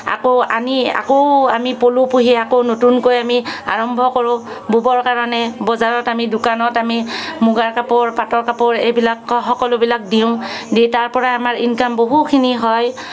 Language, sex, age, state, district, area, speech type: Assamese, female, 45-60, Assam, Kamrup Metropolitan, urban, spontaneous